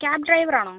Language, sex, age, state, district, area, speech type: Malayalam, female, 45-60, Kerala, Wayanad, rural, conversation